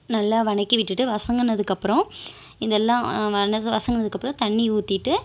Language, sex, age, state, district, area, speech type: Tamil, female, 18-30, Tamil Nadu, Erode, rural, spontaneous